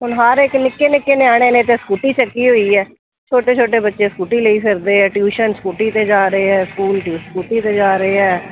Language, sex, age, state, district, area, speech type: Punjabi, female, 30-45, Punjab, Kapurthala, urban, conversation